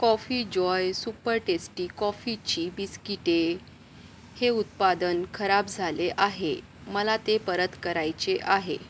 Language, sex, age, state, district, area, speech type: Marathi, female, 30-45, Maharashtra, Yavatmal, urban, read